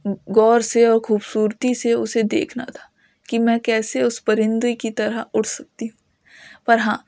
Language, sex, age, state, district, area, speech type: Urdu, female, 18-30, Uttar Pradesh, Ghaziabad, urban, spontaneous